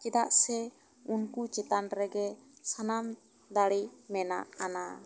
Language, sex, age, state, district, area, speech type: Santali, female, 30-45, West Bengal, Bankura, rural, spontaneous